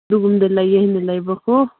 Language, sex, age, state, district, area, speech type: Manipuri, female, 18-30, Manipur, Kangpokpi, rural, conversation